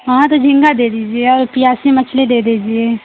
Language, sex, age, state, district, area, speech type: Hindi, female, 30-45, Uttar Pradesh, Mau, rural, conversation